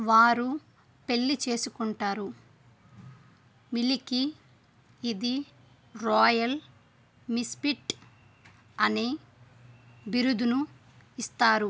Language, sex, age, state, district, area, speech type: Telugu, female, 30-45, Andhra Pradesh, Chittoor, rural, read